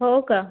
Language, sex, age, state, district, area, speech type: Marathi, female, 18-30, Maharashtra, Yavatmal, rural, conversation